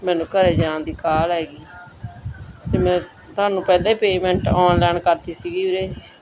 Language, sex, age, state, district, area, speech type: Punjabi, female, 45-60, Punjab, Bathinda, rural, spontaneous